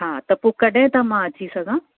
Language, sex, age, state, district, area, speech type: Sindhi, female, 30-45, Uttar Pradesh, Lucknow, urban, conversation